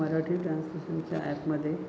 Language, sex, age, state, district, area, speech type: Marathi, male, 30-45, Maharashtra, Nagpur, urban, spontaneous